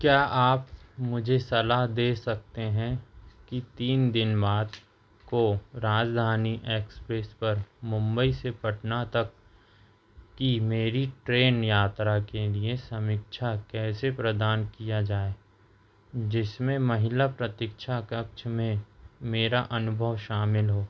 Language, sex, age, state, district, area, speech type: Hindi, male, 30-45, Madhya Pradesh, Seoni, urban, read